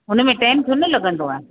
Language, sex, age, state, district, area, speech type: Sindhi, female, 45-60, Rajasthan, Ajmer, urban, conversation